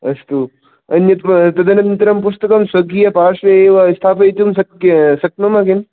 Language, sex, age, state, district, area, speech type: Sanskrit, male, 18-30, Rajasthan, Jodhpur, rural, conversation